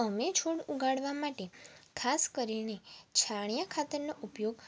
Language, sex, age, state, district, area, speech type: Gujarati, female, 18-30, Gujarat, Mehsana, rural, spontaneous